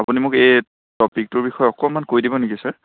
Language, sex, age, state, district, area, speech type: Assamese, male, 18-30, Assam, Dibrugarh, urban, conversation